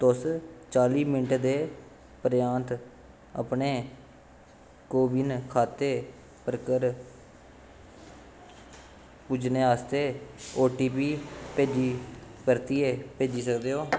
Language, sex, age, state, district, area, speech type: Dogri, male, 18-30, Jammu and Kashmir, Kathua, rural, read